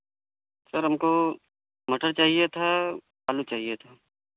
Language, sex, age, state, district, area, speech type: Hindi, male, 30-45, Uttar Pradesh, Varanasi, urban, conversation